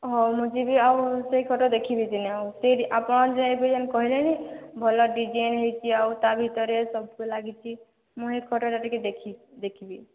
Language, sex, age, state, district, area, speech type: Odia, female, 60+, Odisha, Boudh, rural, conversation